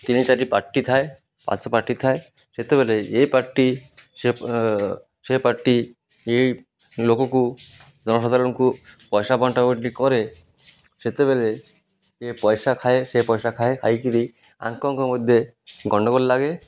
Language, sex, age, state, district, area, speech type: Odia, male, 45-60, Odisha, Malkangiri, urban, spontaneous